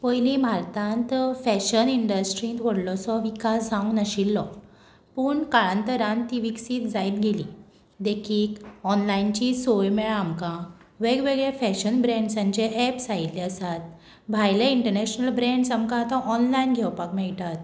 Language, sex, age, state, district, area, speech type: Goan Konkani, female, 18-30, Goa, Tiswadi, rural, spontaneous